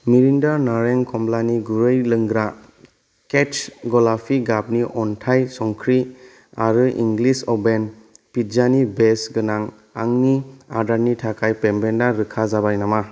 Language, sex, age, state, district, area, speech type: Bodo, male, 18-30, Assam, Kokrajhar, urban, read